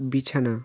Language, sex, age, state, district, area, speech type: Bengali, male, 18-30, West Bengal, South 24 Parganas, rural, read